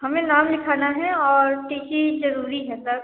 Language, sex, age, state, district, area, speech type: Hindi, female, 18-30, Uttar Pradesh, Bhadohi, rural, conversation